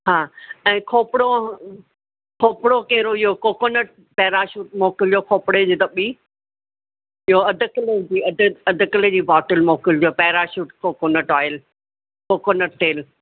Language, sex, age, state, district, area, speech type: Sindhi, female, 60+, Maharashtra, Mumbai Suburban, urban, conversation